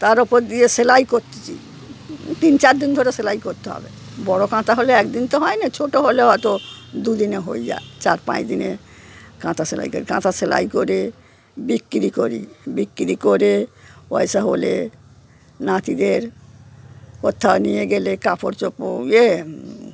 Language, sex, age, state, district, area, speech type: Bengali, female, 60+, West Bengal, Darjeeling, rural, spontaneous